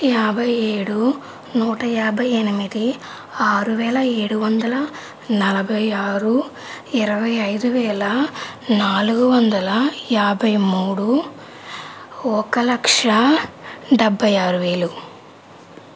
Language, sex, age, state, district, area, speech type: Telugu, female, 60+, Andhra Pradesh, East Godavari, urban, spontaneous